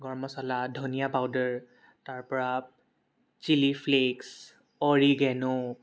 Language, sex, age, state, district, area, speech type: Assamese, male, 18-30, Assam, Charaideo, urban, spontaneous